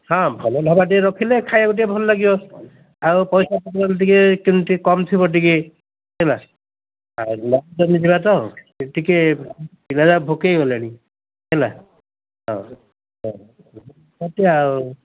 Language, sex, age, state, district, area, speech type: Odia, male, 60+, Odisha, Gajapati, rural, conversation